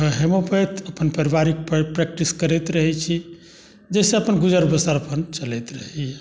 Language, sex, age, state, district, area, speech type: Maithili, male, 60+, Bihar, Saharsa, rural, spontaneous